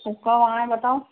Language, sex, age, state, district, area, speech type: Hindi, female, 18-30, Rajasthan, Karauli, rural, conversation